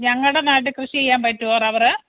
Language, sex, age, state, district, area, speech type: Malayalam, female, 45-60, Kerala, Kottayam, urban, conversation